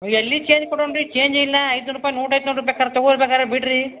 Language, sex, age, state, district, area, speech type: Kannada, female, 60+, Karnataka, Belgaum, rural, conversation